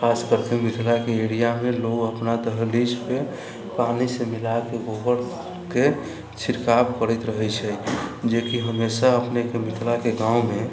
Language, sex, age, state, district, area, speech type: Maithili, male, 45-60, Bihar, Sitamarhi, rural, spontaneous